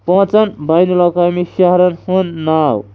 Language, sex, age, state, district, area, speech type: Kashmiri, male, 18-30, Jammu and Kashmir, Kulgam, urban, spontaneous